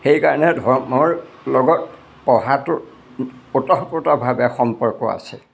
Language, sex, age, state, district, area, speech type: Assamese, male, 60+, Assam, Majuli, urban, spontaneous